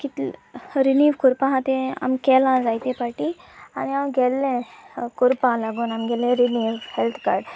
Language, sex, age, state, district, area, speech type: Goan Konkani, female, 18-30, Goa, Sanguem, rural, spontaneous